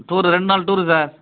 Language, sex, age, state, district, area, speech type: Tamil, male, 30-45, Tamil Nadu, Chengalpattu, rural, conversation